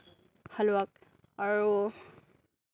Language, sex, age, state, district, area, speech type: Assamese, female, 30-45, Assam, Nagaon, rural, spontaneous